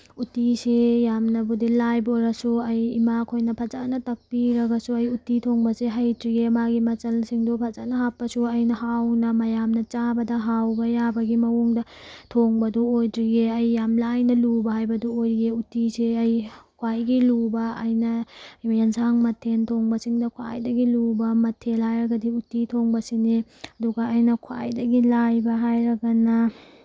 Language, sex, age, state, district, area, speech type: Manipuri, female, 30-45, Manipur, Tengnoupal, rural, spontaneous